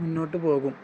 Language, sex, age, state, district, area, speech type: Malayalam, male, 18-30, Kerala, Kozhikode, rural, spontaneous